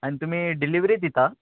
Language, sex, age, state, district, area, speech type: Goan Konkani, male, 18-30, Goa, Murmgao, urban, conversation